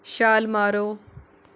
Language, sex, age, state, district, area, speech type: Punjabi, female, 18-30, Punjab, Rupnagar, rural, read